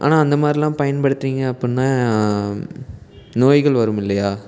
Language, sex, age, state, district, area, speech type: Tamil, male, 18-30, Tamil Nadu, Salem, rural, spontaneous